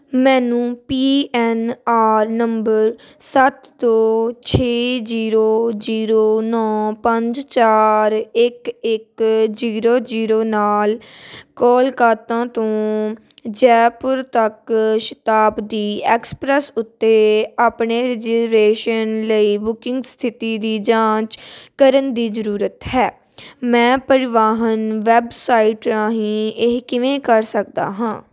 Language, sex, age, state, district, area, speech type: Punjabi, female, 18-30, Punjab, Moga, rural, read